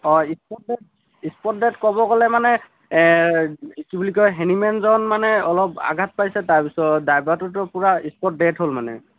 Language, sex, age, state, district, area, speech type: Assamese, male, 18-30, Assam, Tinsukia, rural, conversation